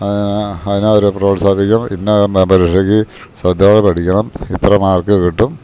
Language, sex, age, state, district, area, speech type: Malayalam, male, 60+, Kerala, Idukki, rural, spontaneous